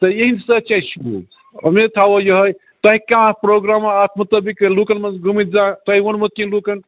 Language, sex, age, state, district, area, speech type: Kashmiri, male, 45-60, Jammu and Kashmir, Bandipora, rural, conversation